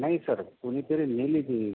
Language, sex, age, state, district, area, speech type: Marathi, male, 45-60, Maharashtra, Akola, rural, conversation